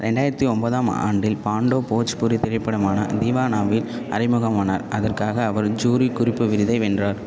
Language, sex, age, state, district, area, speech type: Tamil, male, 18-30, Tamil Nadu, Ariyalur, rural, read